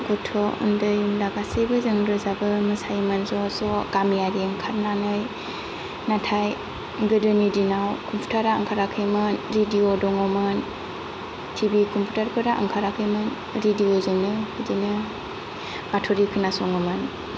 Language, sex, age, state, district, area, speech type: Bodo, female, 30-45, Assam, Kokrajhar, rural, spontaneous